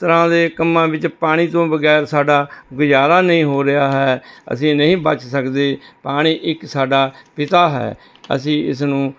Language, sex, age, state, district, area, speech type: Punjabi, male, 60+, Punjab, Rupnagar, urban, spontaneous